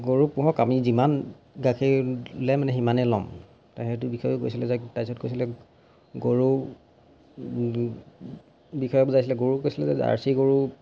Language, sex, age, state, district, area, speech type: Assamese, male, 18-30, Assam, Golaghat, rural, spontaneous